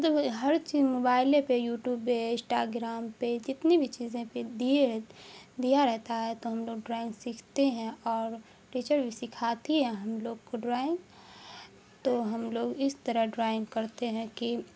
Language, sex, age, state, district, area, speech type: Urdu, female, 18-30, Bihar, Saharsa, rural, spontaneous